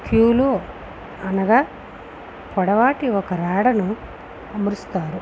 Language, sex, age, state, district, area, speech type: Telugu, female, 18-30, Andhra Pradesh, Visakhapatnam, rural, spontaneous